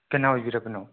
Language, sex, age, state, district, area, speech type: Manipuri, male, 18-30, Manipur, Chandel, rural, conversation